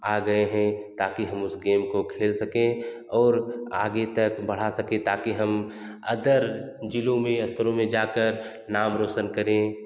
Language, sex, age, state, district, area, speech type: Hindi, male, 18-30, Uttar Pradesh, Jaunpur, urban, spontaneous